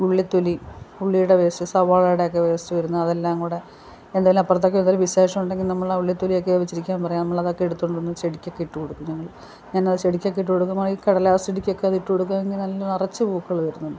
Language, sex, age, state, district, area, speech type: Malayalam, female, 45-60, Kerala, Kollam, rural, spontaneous